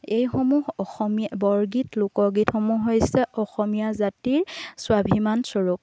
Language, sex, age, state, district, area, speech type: Assamese, female, 18-30, Assam, Lakhimpur, rural, spontaneous